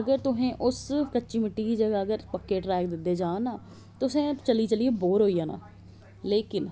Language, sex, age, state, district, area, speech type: Dogri, female, 30-45, Jammu and Kashmir, Jammu, urban, spontaneous